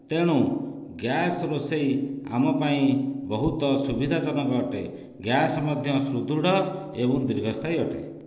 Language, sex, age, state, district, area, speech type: Odia, male, 45-60, Odisha, Dhenkanal, rural, spontaneous